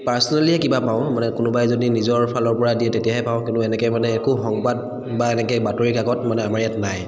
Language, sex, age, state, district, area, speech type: Assamese, male, 30-45, Assam, Charaideo, urban, spontaneous